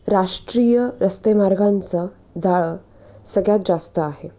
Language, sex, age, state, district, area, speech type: Marathi, female, 18-30, Maharashtra, Nashik, urban, spontaneous